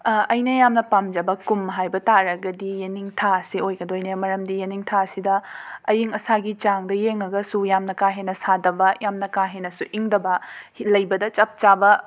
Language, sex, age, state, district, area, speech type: Manipuri, female, 30-45, Manipur, Imphal West, urban, spontaneous